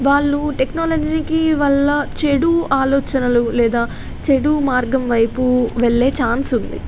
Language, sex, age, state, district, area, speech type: Telugu, female, 18-30, Telangana, Jagtial, rural, spontaneous